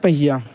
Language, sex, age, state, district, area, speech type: Urdu, male, 30-45, Uttar Pradesh, Muzaffarnagar, urban, spontaneous